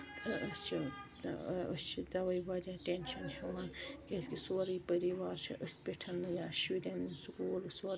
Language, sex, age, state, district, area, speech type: Kashmiri, female, 45-60, Jammu and Kashmir, Ganderbal, rural, spontaneous